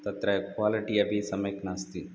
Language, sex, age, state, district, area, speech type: Sanskrit, male, 30-45, Tamil Nadu, Chennai, urban, spontaneous